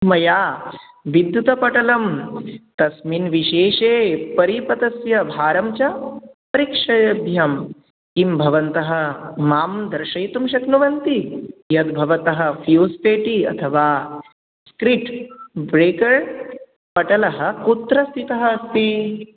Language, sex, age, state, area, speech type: Sanskrit, male, 18-30, Tripura, rural, conversation